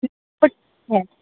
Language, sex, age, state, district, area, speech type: Hindi, female, 30-45, Uttar Pradesh, Sonbhadra, rural, conversation